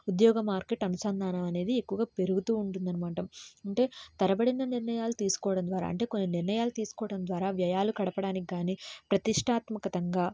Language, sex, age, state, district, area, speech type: Telugu, female, 18-30, Andhra Pradesh, N T Rama Rao, urban, spontaneous